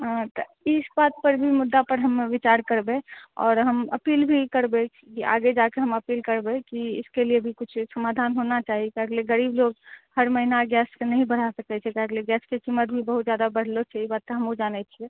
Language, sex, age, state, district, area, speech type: Maithili, female, 18-30, Bihar, Purnia, rural, conversation